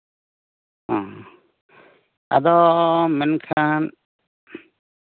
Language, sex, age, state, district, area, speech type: Santali, male, 45-60, West Bengal, Bankura, rural, conversation